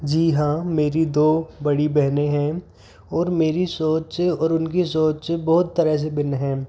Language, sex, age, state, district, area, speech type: Hindi, male, 30-45, Rajasthan, Jaipur, urban, spontaneous